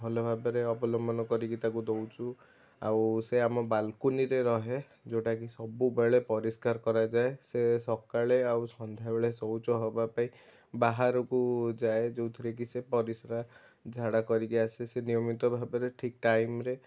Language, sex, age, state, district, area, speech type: Odia, male, 30-45, Odisha, Cuttack, urban, spontaneous